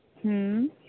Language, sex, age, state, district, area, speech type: Santali, female, 18-30, West Bengal, Uttar Dinajpur, rural, conversation